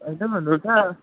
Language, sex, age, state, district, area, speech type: Nepali, male, 45-60, West Bengal, Jalpaiguri, rural, conversation